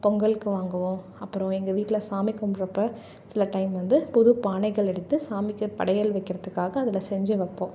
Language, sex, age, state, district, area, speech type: Tamil, female, 30-45, Tamil Nadu, Salem, urban, spontaneous